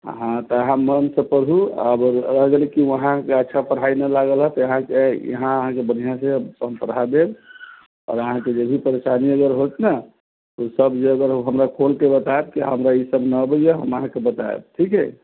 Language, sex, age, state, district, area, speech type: Maithili, male, 30-45, Bihar, Sitamarhi, rural, conversation